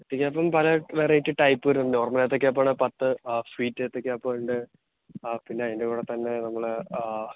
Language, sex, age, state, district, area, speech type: Malayalam, male, 30-45, Kerala, Alappuzha, rural, conversation